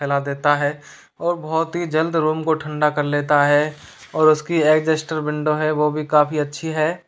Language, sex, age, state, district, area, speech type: Hindi, male, 30-45, Rajasthan, Jaipur, urban, spontaneous